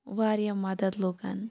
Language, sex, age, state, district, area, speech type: Kashmiri, female, 18-30, Jammu and Kashmir, Shopian, rural, spontaneous